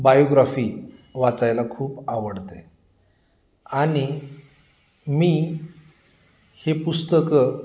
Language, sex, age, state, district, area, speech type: Marathi, male, 45-60, Maharashtra, Nanded, urban, spontaneous